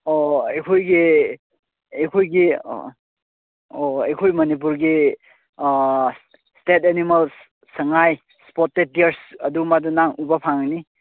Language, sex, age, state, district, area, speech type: Manipuri, male, 18-30, Manipur, Chandel, rural, conversation